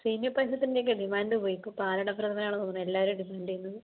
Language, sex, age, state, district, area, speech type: Malayalam, female, 60+, Kerala, Palakkad, rural, conversation